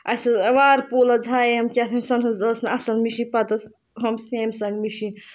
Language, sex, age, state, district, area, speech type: Kashmiri, female, 30-45, Jammu and Kashmir, Ganderbal, rural, spontaneous